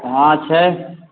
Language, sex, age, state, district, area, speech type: Maithili, male, 18-30, Bihar, Supaul, rural, conversation